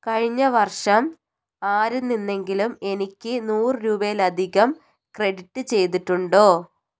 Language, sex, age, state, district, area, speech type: Malayalam, female, 60+, Kerala, Wayanad, rural, read